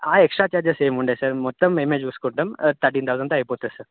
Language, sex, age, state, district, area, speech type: Telugu, male, 18-30, Telangana, Karimnagar, rural, conversation